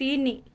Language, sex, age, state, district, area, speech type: Odia, female, 18-30, Odisha, Koraput, urban, read